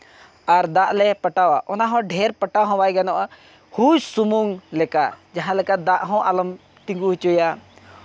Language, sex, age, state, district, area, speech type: Santali, male, 45-60, Jharkhand, Seraikela Kharsawan, rural, spontaneous